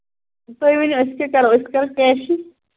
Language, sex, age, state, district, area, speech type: Kashmiri, female, 30-45, Jammu and Kashmir, Shopian, urban, conversation